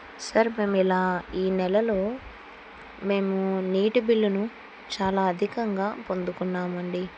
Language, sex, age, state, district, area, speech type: Telugu, female, 45-60, Andhra Pradesh, Kurnool, rural, spontaneous